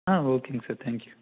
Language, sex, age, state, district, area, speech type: Tamil, male, 18-30, Tamil Nadu, Erode, rural, conversation